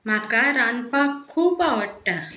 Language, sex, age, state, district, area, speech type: Goan Konkani, female, 45-60, Goa, Quepem, rural, spontaneous